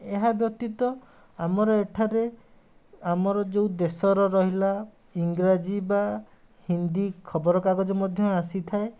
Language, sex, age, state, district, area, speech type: Odia, male, 18-30, Odisha, Bhadrak, rural, spontaneous